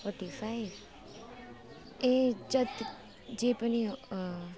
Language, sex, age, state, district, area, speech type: Nepali, female, 30-45, West Bengal, Alipurduar, urban, spontaneous